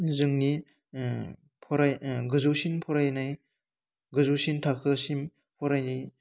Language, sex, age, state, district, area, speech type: Bodo, male, 18-30, Assam, Udalguri, rural, spontaneous